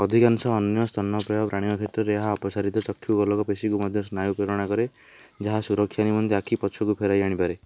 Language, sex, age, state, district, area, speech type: Odia, male, 18-30, Odisha, Nayagarh, rural, read